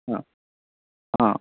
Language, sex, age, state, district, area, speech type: Telugu, male, 18-30, Telangana, Jangaon, urban, conversation